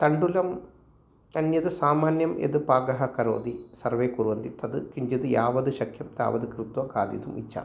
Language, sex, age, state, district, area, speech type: Sanskrit, male, 45-60, Kerala, Thrissur, urban, spontaneous